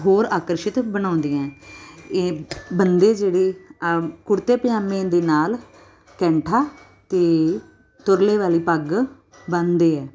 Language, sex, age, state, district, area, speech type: Punjabi, female, 30-45, Punjab, Muktsar, urban, spontaneous